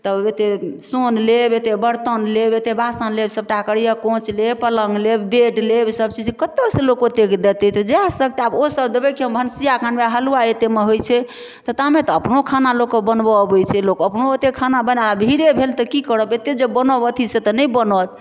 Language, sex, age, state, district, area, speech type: Maithili, female, 45-60, Bihar, Darbhanga, rural, spontaneous